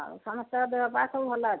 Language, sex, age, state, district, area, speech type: Odia, female, 60+, Odisha, Angul, rural, conversation